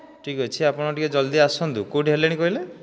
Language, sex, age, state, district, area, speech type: Odia, male, 30-45, Odisha, Dhenkanal, rural, spontaneous